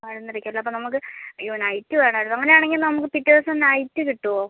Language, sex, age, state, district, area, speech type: Malayalam, female, 30-45, Kerala, Kozhikode, urban, conversation